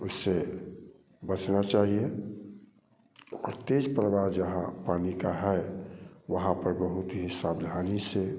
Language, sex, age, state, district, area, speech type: Hindi, male, 45-60, Bihar, Samastipur, rural, spontaneous